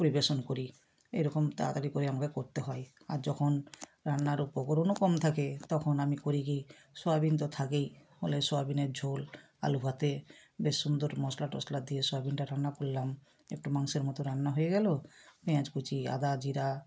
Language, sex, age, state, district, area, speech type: Bengali, female, 60+, West Bengal, Bankura, urban, spontaneous